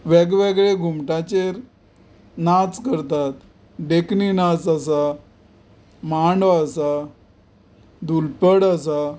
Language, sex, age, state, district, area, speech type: Goan Konkani, male, 45-60, Goa, Canacona, rural, spontaneous